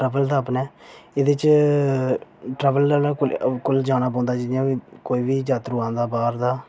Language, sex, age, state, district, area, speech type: Dogri, male, 18-30, Jammu and Kashmir, Reasi, rural, spontaneous